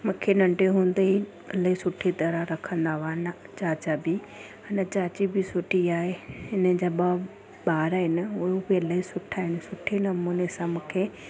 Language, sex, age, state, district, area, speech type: Sindhi, female, 30-45, Gujarat, Surat, urban, spontaneous